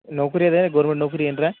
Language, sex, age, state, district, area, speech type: Kannada, male, 18-30, Karnataka, Bidar, urban, conversation